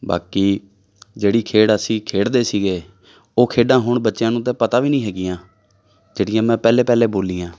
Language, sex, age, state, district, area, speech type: Punjabi, male, 30-45, Punjab, Amritsar, urban, spontaneous